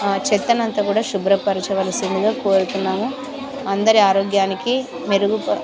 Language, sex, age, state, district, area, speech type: Telugu, female, 30-45, Andhra Pradesh, Kurnool, rural, spontaneous